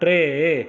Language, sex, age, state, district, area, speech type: Sindhi, male, 45-60, Gujarat, Surat, urban, read